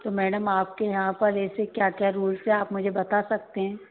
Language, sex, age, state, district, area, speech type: Hindi, female, 30-45, Madhya Pradesh, Bhopal, urban, conversation